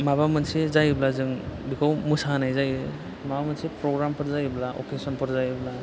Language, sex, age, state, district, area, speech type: Bodo, male, 30-45, Assam, Chirang, rural, spontaneous